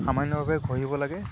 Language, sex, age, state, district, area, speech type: Assamese, male, 18-30, Assam, Lakhimpur, rural, spontaneous